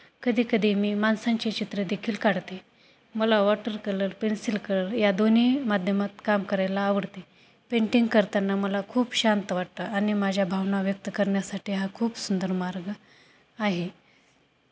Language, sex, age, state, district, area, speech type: Marathi, female, 30-45, Maharashtra, Beed, urban, spontaneous